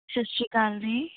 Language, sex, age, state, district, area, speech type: Punjabi, female, 30-45, Punjab, Mohali, urban, conversation